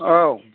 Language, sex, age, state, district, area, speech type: Bodo, male, 60+, Assam, Kokrajhar, urban, conversation